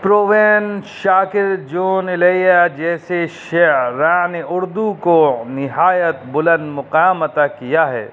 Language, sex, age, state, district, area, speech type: Urdu, male, 30-45, Uttar Pradesh, Rampur, urban, spontaneous